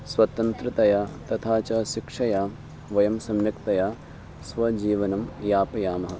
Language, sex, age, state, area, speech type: Sanskrit, male, 18-30, Uttarakhand, urban, spontaneous